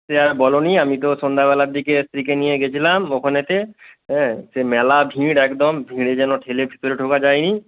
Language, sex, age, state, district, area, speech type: Bengali, male, 30-45, West Bengal, Bankura, urban, conversation